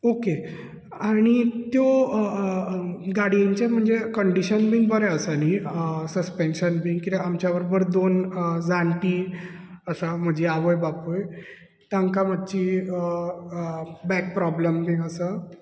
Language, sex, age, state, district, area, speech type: Goan Konkani, male, 30-45, Goa, Bardez, urban, spontaneous